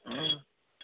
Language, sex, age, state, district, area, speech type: Kashmiri, female, 18-30, Jammu and Kashmir, Srinagar, urban, conversation